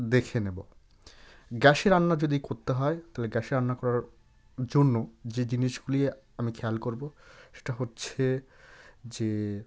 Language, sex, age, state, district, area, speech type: Bengali, male, 45-60, West Bengal, South 24 Parganas, rural, spontaneous